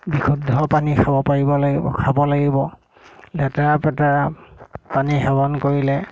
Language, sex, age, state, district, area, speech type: Assamese, male, 60+, Assam, Golaghat, rural, spontaneous